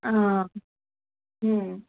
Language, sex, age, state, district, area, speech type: Kannada, female, 18-30, Karnataka, Gulbarga, urban, conversation